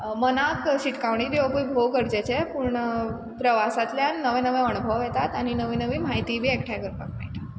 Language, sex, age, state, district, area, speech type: Goan Konkani, female, 18-30, Goa, Quepem, rural, spontaneous